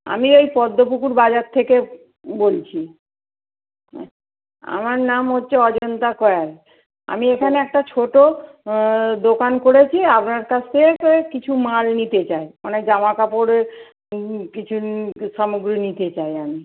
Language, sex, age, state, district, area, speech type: Bengali, female, 45-60, West Bengal, North 24 Parganas, urban, conversation